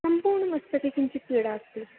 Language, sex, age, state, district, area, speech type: Sanskrit, female, 18-30, Rajasthan, Jaipur, urban, conversation